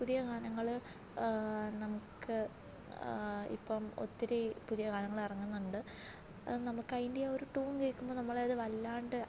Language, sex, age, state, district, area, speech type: Malayalam, female, 18-30, Kerala, Alappuzha, rural, spontaneous